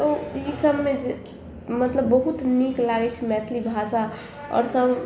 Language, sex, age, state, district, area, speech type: Maithili, female, 18-30, Bihar, Samastipur, urban, spontaneous